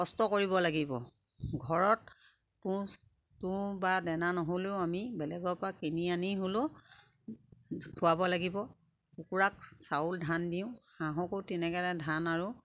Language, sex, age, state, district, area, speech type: Assamese, female, 60+, Assam, Sivasagar, rural, spontaneous